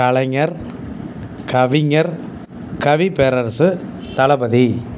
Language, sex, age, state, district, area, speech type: Tamil, male, 60+, Tamil Nadu, Tiruchirappalli, rural, spontaneous